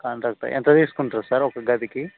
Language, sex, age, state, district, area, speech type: Telugu, male, 18-30, Telangana, Khammam, urban, conversation